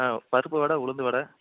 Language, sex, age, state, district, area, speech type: Tamil, male, 45-60, Tamil Nadu, Tenkasi, urban, conversation